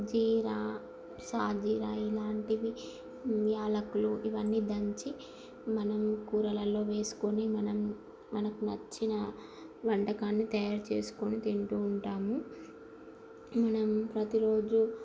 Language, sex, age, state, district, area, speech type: Telugu, female, 18-30, Andhra Pradesh, Srikakulam, urban, spontaneous